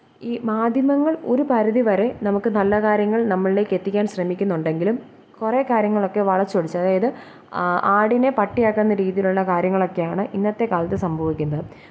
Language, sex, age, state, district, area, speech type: Malayalam, female, 18-30, Kerala, Kottayam, rural, spontaneous